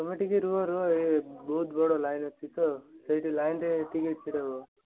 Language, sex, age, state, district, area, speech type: Odia, male, 18-30, Odisha, Malkangiri, urban, conversation